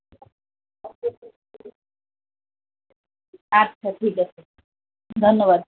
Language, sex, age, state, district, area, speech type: Bengali, female, 18-30, West Bengal, Alipurduar, rural, conversation